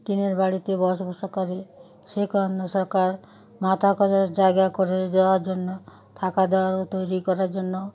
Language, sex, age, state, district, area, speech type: Bengali, female, 60+, West Bengal, Darjeeling, rural, spontaneous